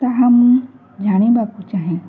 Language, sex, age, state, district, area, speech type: Odia, female, 18-30, Odisha, Balangir, urban, spontaneous